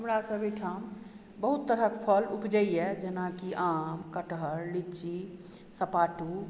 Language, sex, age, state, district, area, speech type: Maithili, female, 45-60, Bihar, Madhubani, rural, spontaneous